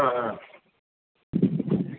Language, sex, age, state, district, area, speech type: Tamil, male, 60+, Tamil Nadu, Virudhunagar, rural, conversation